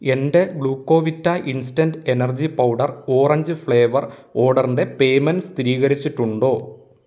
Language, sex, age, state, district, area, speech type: Malayalam, male, 30-45, Kerala, Kottayam, rural, read